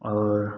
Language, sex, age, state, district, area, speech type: Hindi, male, 18-30, Uttar Pradesh, Prayagraj, rural, spontaneous